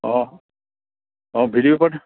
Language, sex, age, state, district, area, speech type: Assamese, male, 45-60, Assam, Lakhimpur, rural, conversation